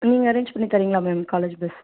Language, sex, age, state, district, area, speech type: Tamil, female, 18-30, Tamil Nadu, Cuddalore, urban, conversation